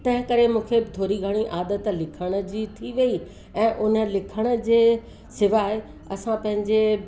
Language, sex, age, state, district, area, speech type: Sindhi, female, 60+, Uttar Pradesh, Lucknow, urban, spontaneous